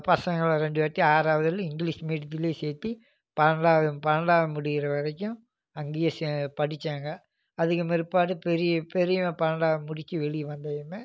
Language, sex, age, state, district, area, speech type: Tamil, male, 45-60, Tamil Nadu, Namakkal, rural, spontaneous